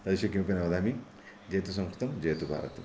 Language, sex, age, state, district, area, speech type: Sanskrit, male, 60+, Karnataka, Vijayapura, urban, spontaneous